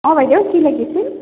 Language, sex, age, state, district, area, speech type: Assamese, female, 30-45, Assam, Sonitpur, rural, conversation